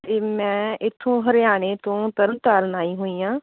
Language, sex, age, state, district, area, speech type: Punjabi, female, 18-30, Punjab, Tarn Taran, rural, conversation